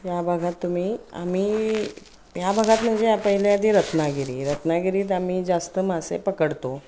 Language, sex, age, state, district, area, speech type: Marathi, female, 45-60, Maharashtra, Ratnagiri, rural, spontaneous